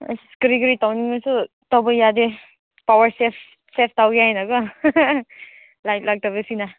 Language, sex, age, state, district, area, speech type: Manipuri, female, 18-30, Manipur, Senapati, rural, conversation